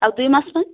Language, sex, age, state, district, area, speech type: Odia, female, 45-60, Odisha, Kandhamal, rural, conversation